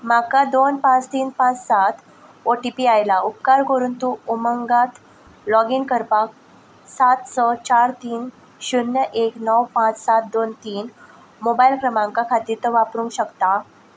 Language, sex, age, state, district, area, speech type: Goan Konkani, female, 18-30, Goa, Ponda, rural, read